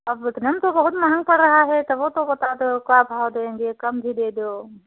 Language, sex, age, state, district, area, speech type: Hindi, female, 45-60, Uttar Pradesh, Prayagraj, rural, conversation